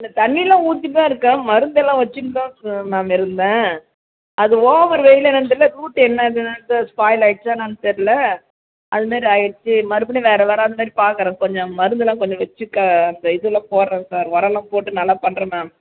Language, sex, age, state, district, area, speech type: Tamil, female, 45-60, Tamil Nadu, Tiruvannamalai, urban, conversation